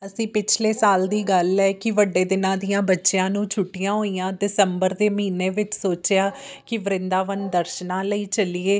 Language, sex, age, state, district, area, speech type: Punjabi, female, 30-45, Punjab, Amritsar, urban, spontaneous